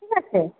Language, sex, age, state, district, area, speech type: Bengali, female, 30-45, West Bengal, Kolkata, urban, conversation